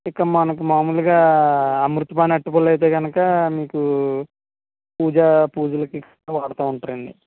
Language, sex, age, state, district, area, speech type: Telugu, male, 18-30, Andhra Pradesh, N T Rama Rao, urban, conversation